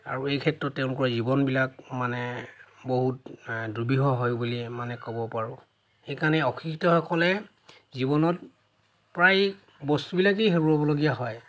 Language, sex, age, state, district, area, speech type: Assamese, male, 45-60, Assam, Lakhimpur, rural, spontaneous